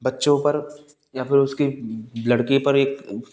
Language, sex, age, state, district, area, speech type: Hindi, male, 18-30, Rajasthan, Bharatpur, rural, spontaneous